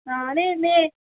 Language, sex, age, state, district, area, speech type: Dogri, female, 18-30, Jammu and Kashmir, Reasi, rural, conversation